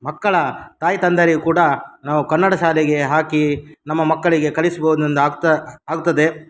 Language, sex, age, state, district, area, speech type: Kannada, male, 60+, Karnataka, Udupi, rural, spontaneous